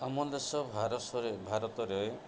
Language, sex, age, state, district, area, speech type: Odia, male, 45-60, Odisha, Mayurbhanj, rural, spontaneous